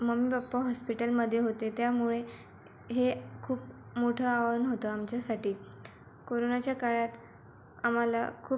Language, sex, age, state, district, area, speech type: Marathi, female, 18-30, Maharashtra, Buldhana, rural, spontaneous